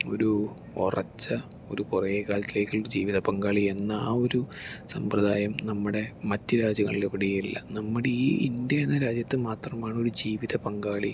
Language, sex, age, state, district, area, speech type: Malayalam, male, 18-30, Kerala, Palakkad, urban, spontaneous